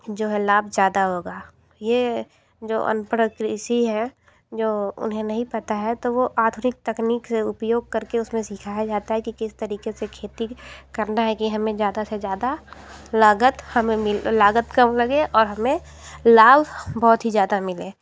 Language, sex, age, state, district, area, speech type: Hindi, female, 18-30, Uttar Pradesh, Sonbhadra, rural, spontaneous